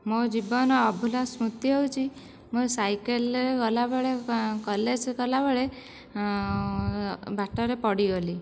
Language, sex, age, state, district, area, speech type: Odia, female, 30-45, Odisha, Dhenkanal, rural, spontaneous